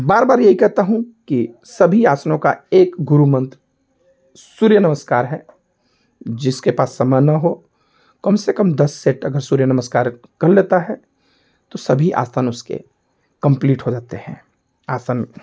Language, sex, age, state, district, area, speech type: Hindi, male, 45-60, Uttar Pradesh, Ghazipur, rural, spontaneous